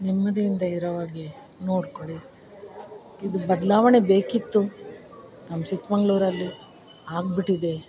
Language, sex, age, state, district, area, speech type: Kannada, female, 45-60, Karnataka, Chikkamagaluru, rural, spontaneous